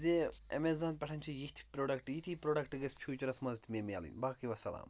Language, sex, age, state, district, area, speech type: Kashmiri, male, 18-30, Jammu and Kashmir, Pulwama, urban, spontaneous